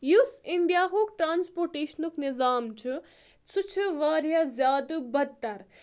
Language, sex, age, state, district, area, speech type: Kashmiri, female, 18-30, Jammu and Kashmir, Budgam, rural, spontaneous